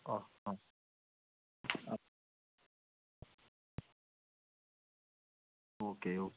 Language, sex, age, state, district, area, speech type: Malayalam, male, 18-30, Kerala, Palakkad, rural, conversation